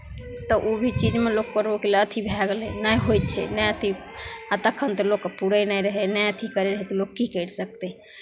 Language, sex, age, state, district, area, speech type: Maithili, female, 18-30, Bihar, Begusarai, urban, spontaneous